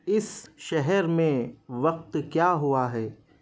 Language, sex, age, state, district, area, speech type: Urdu, male, 30-45, Telangana, Hyderabad, urban, read